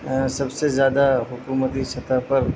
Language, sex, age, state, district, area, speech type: Urdu, male, 30-45, Bihar, Madhubani, urban, spontaneous